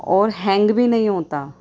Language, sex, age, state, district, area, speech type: Urdu, female, 30-45, Delhi, South Delhi, rural, spontaneous